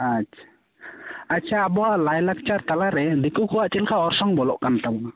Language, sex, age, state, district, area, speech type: Santali, male, 18-30, West Bengal, Bankura, rural, conversation